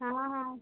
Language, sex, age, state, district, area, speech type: Odia, female, 30-45, Odisha, Kalahandi, rural, conversation